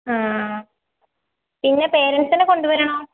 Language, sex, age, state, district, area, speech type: Malayalam, female, 18-30, Kerala, Idukki, rural, conversation